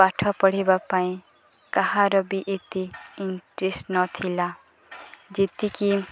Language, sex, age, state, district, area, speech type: Odia, female, 18-30, Odisha, Nuapada, urban, spontaneous